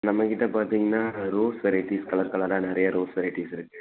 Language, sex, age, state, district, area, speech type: Tamil, male, 30-45, Tamil Nadu, Thanjavur, rural, conversation